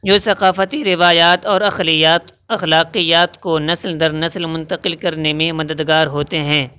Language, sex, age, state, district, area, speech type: Urdu, male, 18-30, Uttar Pradesh, Saharanpur, urban, spontaneous